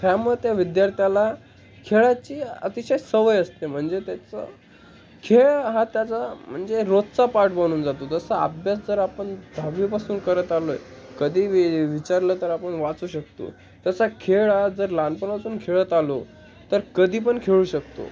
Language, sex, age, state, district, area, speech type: Marathi, male, 18-30, Maharashtra, Ahmednagar, rural, spontaneous